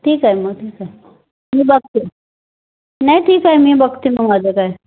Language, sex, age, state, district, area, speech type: Marathi, female, 45-60, Maharashtra, Raigad, rural, conversation